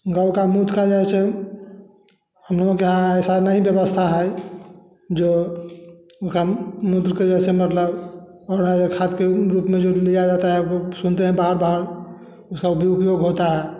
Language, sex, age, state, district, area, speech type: Hindi, male, 60+, Bihar, Samastipur, rural, spontaneous